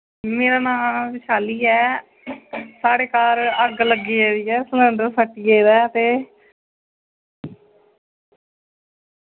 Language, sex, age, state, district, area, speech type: Dogri, female, 18-30, Jammu and Kashmir, Samba, rural, conversation